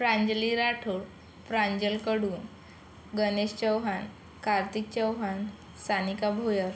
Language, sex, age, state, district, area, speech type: Marathi, female, 18-30, Maharashtra, Yavatmal, rural, spontaneous